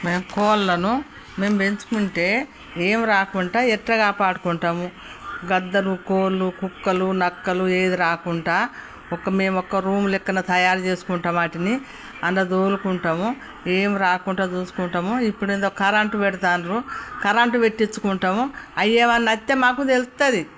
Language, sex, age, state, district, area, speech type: Telugu, female, 60+, Telangana, Peddapalli, rural, spontaneous